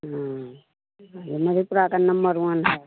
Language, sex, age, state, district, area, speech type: Hindi, female, 60+, Bihar, Madhepura, urban, conversation